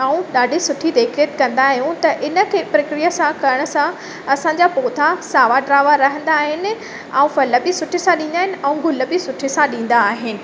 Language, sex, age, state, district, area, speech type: Sindhi, female, 30-45, Madhya Pradesh, Katni, urban, spontaneous